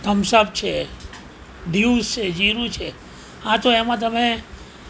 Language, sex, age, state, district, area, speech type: Gujarati, male, 60+, Gujarat, Ahmedabad, urban, spontaneous